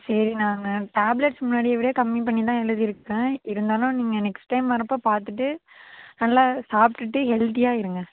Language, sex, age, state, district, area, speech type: Tamil, female, 18-30, Tamil Nadu, Tiruvarur, rural, conversation